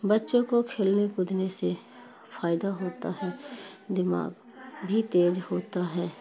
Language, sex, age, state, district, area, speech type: Urdu, female, 45-60, Bihar, Khagaria, rural, spontaneous